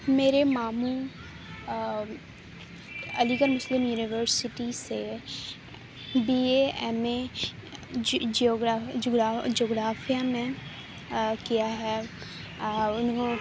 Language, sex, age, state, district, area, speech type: Urdu, female, 30-45, Uttar Pradesh, Aligarh, rural, spontaneous